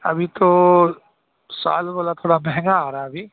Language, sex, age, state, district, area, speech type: Urdu, male, 30-45, Uttar Pradesh, Gautam Buddha Nagar, rural, conversation